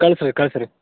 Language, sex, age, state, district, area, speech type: Kannada, male, 18-30, Karnataka, Bellary, rural, conversation